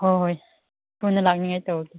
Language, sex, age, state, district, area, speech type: Manipuri, female, 18-30, Manipur, Chandel, rural, conversation